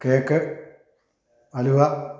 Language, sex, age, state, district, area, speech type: Malayalam, male, 45-60, Kerala, Idukki, rural, spontaneous